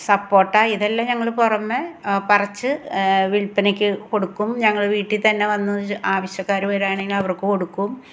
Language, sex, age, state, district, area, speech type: Malayalam, female, 60+, Kerala, Ernakulam, rural, spontaneous